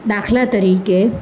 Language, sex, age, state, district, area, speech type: Gujarati, female, 45-60, Gujarat, Surat, urban, spontaneous